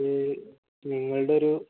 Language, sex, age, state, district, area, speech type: Malayalam, male, 18-30, Kerala, Malappuram, rural, conversation